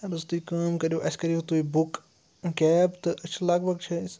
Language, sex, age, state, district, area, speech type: Kashmiri, male, 30-45, Jammu and Kashmir, Srinagar, urban, spontaneous